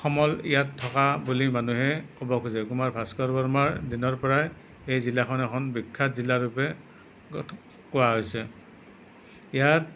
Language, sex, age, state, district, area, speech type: Assamese, male, 45-60, Assam, Nalbari, rural, spontaneous